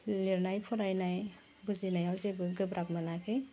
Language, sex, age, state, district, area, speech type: Bodo, female, 18-30, Assam, Udalguri, urban, spontaneous